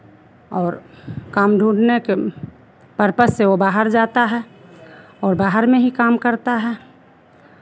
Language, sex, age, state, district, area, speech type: Hindi, female, 60+, Bihar, Begusarai, rural, spontaneous